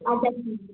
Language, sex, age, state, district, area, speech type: Maithili, female, 30-45, Bihar, Sitamarhi, rural, conversation